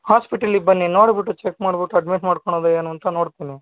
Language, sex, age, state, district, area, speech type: Kannada, male, 18-30, Karnataka, Davanagere, rural, conversation